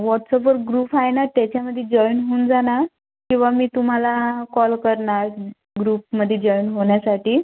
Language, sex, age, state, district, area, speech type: Marathi, female, 18-30, Maharashtra, Wardha, urban, conversation